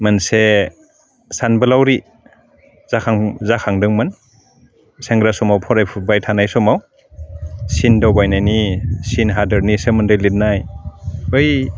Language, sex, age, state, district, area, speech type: Bodo, male, 45-60, Assam, Udalguri, urban, spontaneous